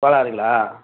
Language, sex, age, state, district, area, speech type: Tamil, male, 30-45, Tamil Nadu, Thanjavur, rural, conversation